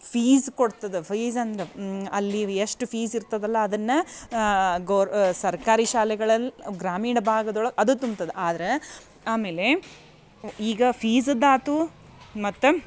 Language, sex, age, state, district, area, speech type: Kannada, female, 30-45, Karnataka, Dharwad, rural, spontaneous